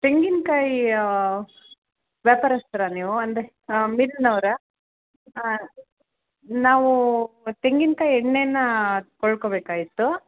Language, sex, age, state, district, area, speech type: Kannada, female, 30-45, Karnataka, Shimoga, rural, conversation